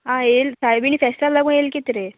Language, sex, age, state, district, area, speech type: Goan Konkani, female, 18-30, Goa, Murmgao, urban, conversation